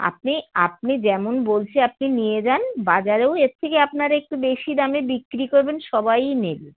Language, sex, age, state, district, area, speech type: Bengali, female, 45-60, West Bengal, Howrah, urban, conversation